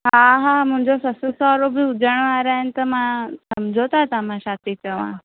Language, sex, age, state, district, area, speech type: Sindhi, female, 18-30, Maharashtra, Thane, urban, conversation